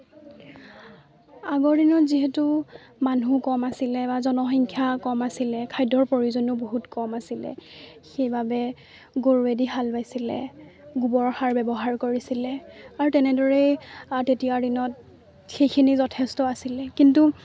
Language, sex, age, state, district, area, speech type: Assamese, female, 18-30, Assam, Lakhimpur, urban, spontaneous